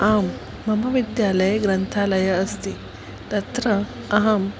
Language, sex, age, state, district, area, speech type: Sanskrit, female, 45-60, Maharashtra, Nagpur, urban, spontaneous